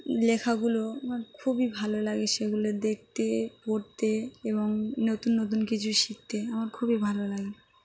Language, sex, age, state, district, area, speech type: Bengali, female, 18-30, West Bengal, Dakshin Dinajpur, urban, spontaneous